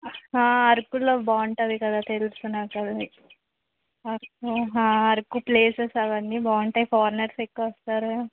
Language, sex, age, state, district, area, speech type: Telugu, female, 18-30, Andhra Pradesh, Vizianagaram, rural, conversation